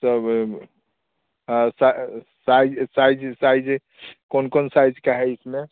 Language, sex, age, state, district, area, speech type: Hindi, male, 45-60, Bihar, Muzaffarpur, urban, conversation